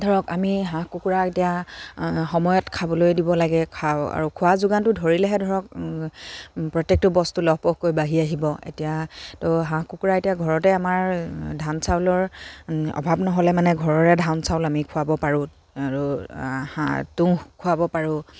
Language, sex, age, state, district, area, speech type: Assamese, female, 30-45, Assam, Dibrugarh, rural, spontaneous